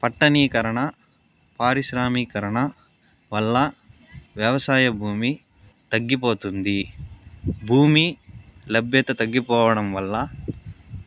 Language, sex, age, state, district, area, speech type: Telugu, male, 18-30, Andhra Pradesh, Sri Balaji, rural, spontaneous